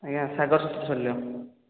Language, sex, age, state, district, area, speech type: Odia, male, 18-30, Odisha, Khordha, rural, conversation